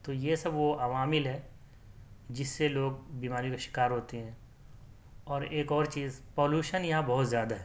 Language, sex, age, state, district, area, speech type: Urdu, male, 30-45, Delhi, South Delhi, urban, spontaneous